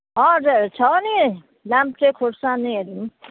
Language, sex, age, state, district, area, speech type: Nepali, female, 30-45, West Bengal, Kalimpong, rural, conversation